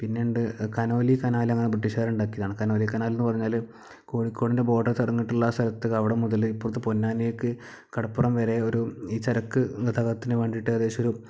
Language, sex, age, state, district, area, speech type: Malayalam, male, 18-30, Kerala, Malappuram, rural, spontaneous